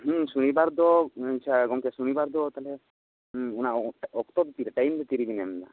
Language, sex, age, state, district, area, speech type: Santali, male, 30-45, West Bengal, Bankura, rural, conversation